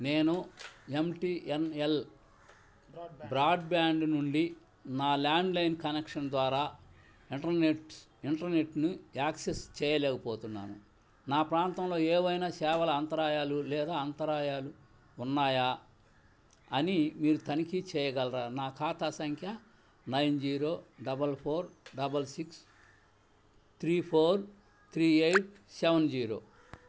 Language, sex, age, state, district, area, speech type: Telugu, male, 60+, Andhra Pradesh, Bapatla, urban, read